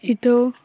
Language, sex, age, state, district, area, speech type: Assamese, female, 18-30, Assam, Udalguri, rural, spontaneous